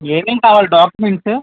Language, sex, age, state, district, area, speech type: Telugu, male, 18-30, Andhra Pradesh, Srikakulam, rural, conversation